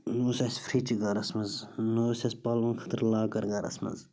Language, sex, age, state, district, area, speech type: Kashmiri, male, 30-45, Jammu and Kashmir, Bandipora, rural, spontaneous